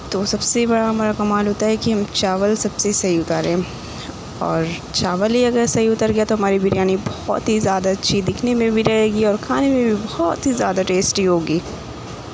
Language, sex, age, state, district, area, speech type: Urdu, female, 18-30, Uttar Pradesh, Mau, urban, spontaneous